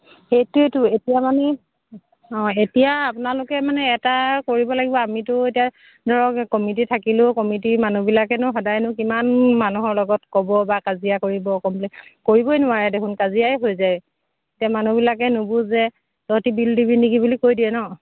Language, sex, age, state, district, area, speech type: Assamese, female, 30-45, Assam, Charaideo, rural, conversation